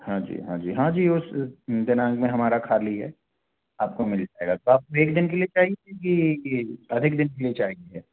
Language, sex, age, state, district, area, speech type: Hindi, male, 30-45, Madhya Pradesh, Jabalpur, urban, conversation